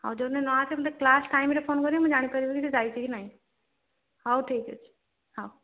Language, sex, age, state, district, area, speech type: Odia, female, 60+, Odisha, Jharsuguda, rural, conversation